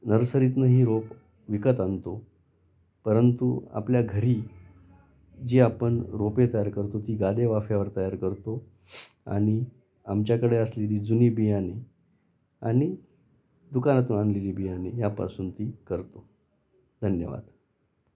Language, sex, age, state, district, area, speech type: Marathi, male, 45-60, Maharashtra, Nashik, urban, spontaneous